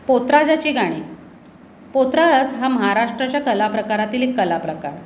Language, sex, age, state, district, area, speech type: Marathi, female, 45-60, Maharashtra, Pune, urban, spontaneous